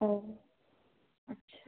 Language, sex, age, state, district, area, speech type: Bengali, female, 18-30, West Bengal, Birbhum, urban, conversation